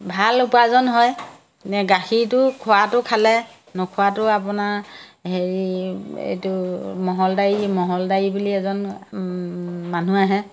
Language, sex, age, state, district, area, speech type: Assamese, female, 60+, Assam, Majuli, urban, spontaneous